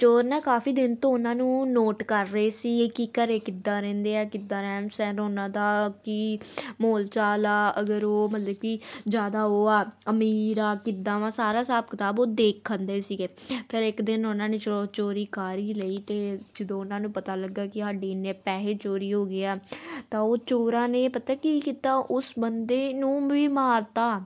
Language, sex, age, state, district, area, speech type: Punjabi, female, 18-30, Punjab, Tarn Taran, urban, spontaneous